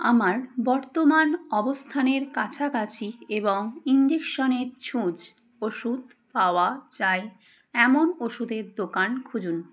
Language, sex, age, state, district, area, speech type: Bengali, female, 30-45, West Bengal, Dakshin Dinajpur, urban, read